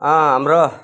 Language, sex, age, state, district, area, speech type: Nepali, male, 60+, West Bengal, Kalimpong, rural, spontaneous